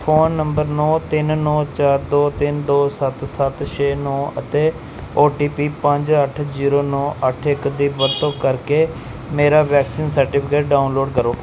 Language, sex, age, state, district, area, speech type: Punjabi, male, 30-45, Punjab, Pathankot, urban, read